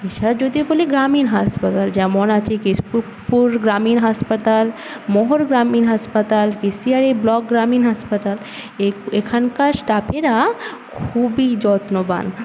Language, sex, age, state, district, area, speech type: Bengali, female, 18-30, West Bengal, Paschim Medinipur, rural, spontaneous